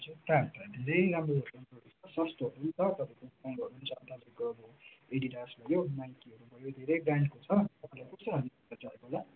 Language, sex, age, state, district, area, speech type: Nepali, male, 18-30, West Bengal, Darjeeling, rural, conversation